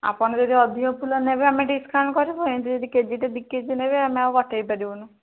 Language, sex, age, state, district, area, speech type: Odia, female, 45-60, Odisha, Bhadrak, rural, conversation